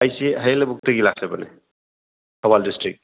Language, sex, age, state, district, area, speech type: Manipuri, male, 30-45, Manipur, Thoubal, rural, conversation